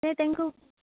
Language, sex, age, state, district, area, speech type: Goan Konkani, female, 18-30, Goa, Quepem, rural, conversation